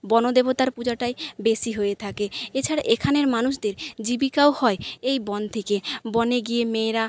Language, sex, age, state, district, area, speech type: Bengali, female, 18-30, West Bengal, Jhargram, rural, spontaneous